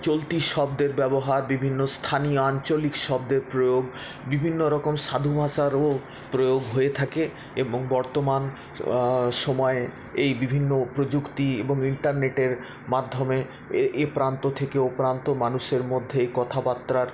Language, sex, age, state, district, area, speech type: Bengali, male, 45-60, West Bengal, Paschim Bardhaman, urban, spontaneous